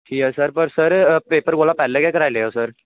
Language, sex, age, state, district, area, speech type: Dogri, male, 18-30, Jammu and Kashmir, Kathua, rural, conversation